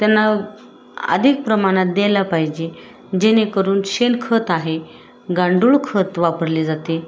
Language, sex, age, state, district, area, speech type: Marathi, female, 30-45, Maharashtra, Osmanabad, rural, spontaneous